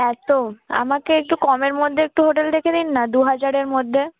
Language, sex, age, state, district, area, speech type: Bengali, female, 18-30, West Bengal, North 24 Parganas, urban, conversation